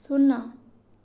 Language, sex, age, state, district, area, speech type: Odia, female, 18-30, Odisha, Kendrapara, urban, read